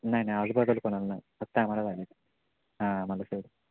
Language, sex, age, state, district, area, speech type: Marathi, male, 18-30, Maharashtra, Sangli, urban, conversation